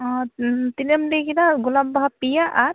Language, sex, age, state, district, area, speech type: Santali, female, 18-30, West Bengal, Jhargram, rural, conversation